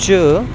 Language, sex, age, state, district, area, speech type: Dogri, male, 30-45, Jammu and Kashmir, Jammu, rural, read